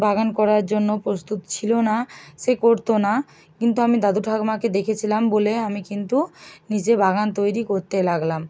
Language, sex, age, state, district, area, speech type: Bengali, female, 45-60, West Bengal, Bankura, urban, spontaneous